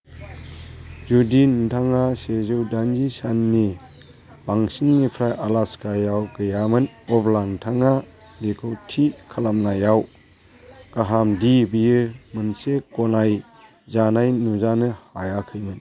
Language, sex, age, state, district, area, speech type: Bodo, male, 45-60, Assam, Chirang, rural, read